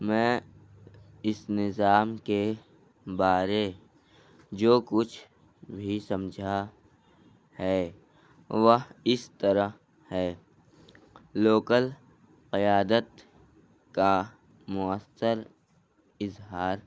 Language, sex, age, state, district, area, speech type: Urdu, male, 18-30, Delhi, North East Delhi, rural, spontaneous